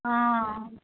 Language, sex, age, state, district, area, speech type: Maithili, female, 45-60, Bihar, Supaul, rural, conversation